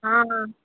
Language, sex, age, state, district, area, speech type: Tamil, female, 18-30, Tamil Nadu, Ariyalur, rural, conversation